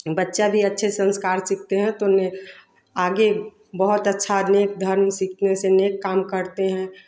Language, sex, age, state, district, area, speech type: Hindi, female, 30-45, Bihar, Samastipur, rural, spontaneous